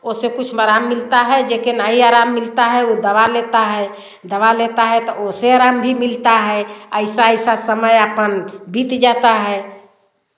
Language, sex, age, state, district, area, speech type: Hindi, female, 60+, Uttar Pradesh, Varanasi, rural, spontaneous